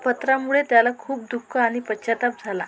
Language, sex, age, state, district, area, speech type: Marathi, female, 45-60, Maharashtra, Amravati, rural, read